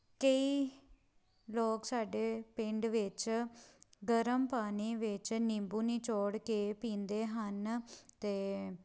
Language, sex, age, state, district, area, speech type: Punjabi, female, 18-30, Punjab, Pathankot, rural, spontaneous